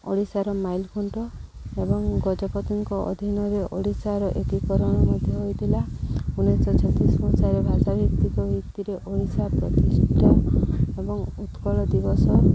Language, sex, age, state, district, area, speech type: Odia, female, 45-60, Odisha, Subarnapur, urban, spontaneous